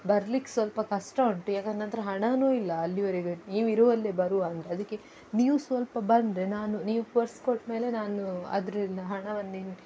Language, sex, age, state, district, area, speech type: Kannada, female, 18-30, Karnataka, Udupi, urban, spontaneous